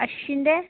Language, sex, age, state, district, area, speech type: Malayalam, female, 18-30, Kerala, Malappuram, rural, conversation